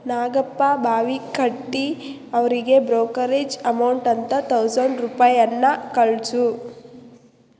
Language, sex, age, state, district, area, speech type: Kannada, female, 18-30, Karnataka, Chikkaballapur, rural, read